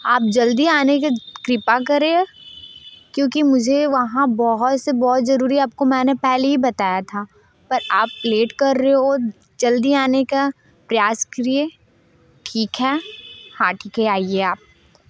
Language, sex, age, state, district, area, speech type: Hindi, female, 30-45, Uttar Pradesh, Mirzapur, rural, spontaneous